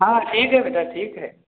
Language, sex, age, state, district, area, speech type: Hindi, male, 45-60, Uttar Pradesh, Sitapur, rural, conversation